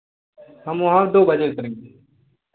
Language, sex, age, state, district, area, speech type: Hindi, male, 18-30, Uttar Pradesh, Pratapgarh, rural, conversation